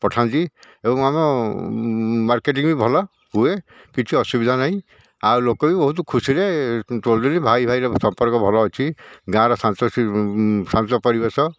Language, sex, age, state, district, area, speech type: Odia, male, 60+, Odisha, Dhenkanal, rural, spontaneous